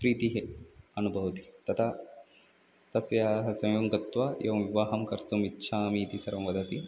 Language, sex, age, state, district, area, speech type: Sanskrit, male, 30-45, Tamil Nadu, Chennai, urban, spontaneous